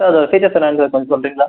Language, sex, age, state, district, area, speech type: Tamil, male, 18-30, Tamil Nadu, Krishnagiri, rural, conversation